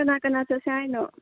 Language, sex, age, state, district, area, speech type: Manipuri, female, 30-45, Manipur, Kangpokpi, urban, conversation